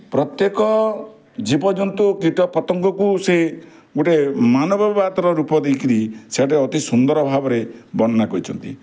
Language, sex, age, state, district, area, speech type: Odia, male, 45-60, Odisha, Bargarh, urban, spontaneous